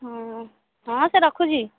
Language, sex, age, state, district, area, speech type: Odia, female, 30-45, Odisha, Sambalpur, rural, conversation